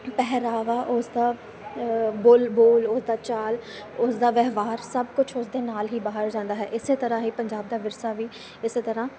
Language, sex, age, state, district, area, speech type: Punjabi, female, 18-30, Punjab, Muktsar, urban, spontaneous